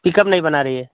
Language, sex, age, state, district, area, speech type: Hindi, male, 45-60, Uttar Pradesh, Prayagraj, rural, conversation